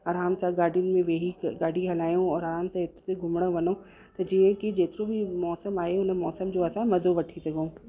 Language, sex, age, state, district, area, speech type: Sindhi, female, 30-45, Uttar Pradesh, Lucknow, urban, spontaneous